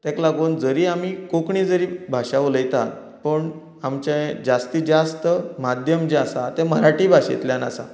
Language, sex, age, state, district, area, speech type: Goan Konkani, male, 30-45, Goa, Canacona, rural, spontaneous